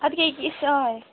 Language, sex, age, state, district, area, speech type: Kashmiri, female, 30-45, Jammu and Kashmir, Bandipora, rural, conversation